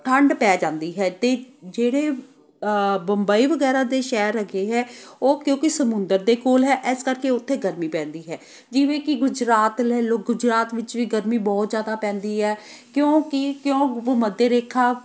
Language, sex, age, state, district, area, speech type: Punjabi, female, 45-60, Punjab, Amritsar, urban, spontaneous